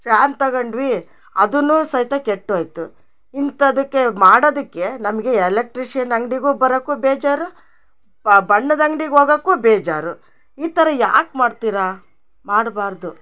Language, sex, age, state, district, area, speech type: Kannada, female, 60+, Karnataka, Chitradurga, rural, spontaneous